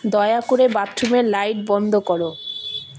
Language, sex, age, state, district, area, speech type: Bengali, female, 30-45, West Bengal, Malda, rural, read